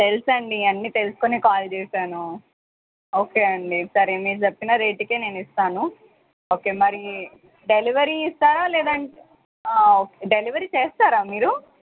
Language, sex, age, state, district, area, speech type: Telugu, female, 18-30, Telangana, Mahbubnagar, urban, conversation